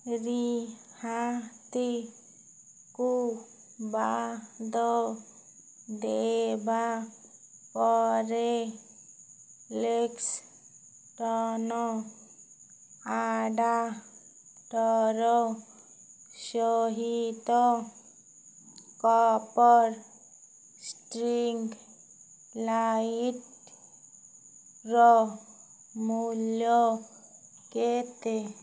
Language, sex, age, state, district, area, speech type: Odia, male, 30-45, Odisha, Malkangiri, urban, read